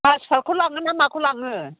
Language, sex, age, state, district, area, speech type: Bodo, female, 60+, Assam, Chirang, rural, conversation